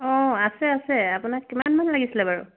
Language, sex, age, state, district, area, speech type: Assamese, female, 30-45, Assam, Dhemaji, urban, conversation